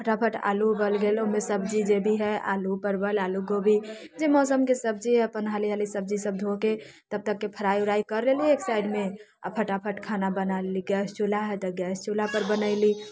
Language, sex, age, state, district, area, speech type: Maithili, female, 18-30, Bihar, Muzaffarpur, rural, spontaneous